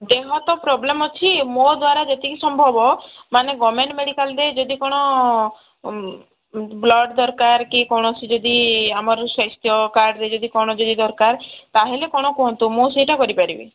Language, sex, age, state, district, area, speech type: Odia, female, 30-45, Odisha, Sambalpur, rural, conversation